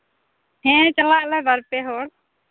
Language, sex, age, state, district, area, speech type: Santali, female, 18-30, Jharkhand, Pakur, rural, conversation